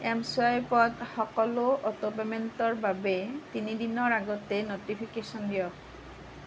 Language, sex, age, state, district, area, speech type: Assamese, female, 45-60, Assam, Nalbari, rural, read